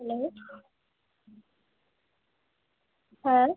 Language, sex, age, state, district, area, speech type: Bengali, female, 30-45, West Bengal, Hooghly, urban, conversation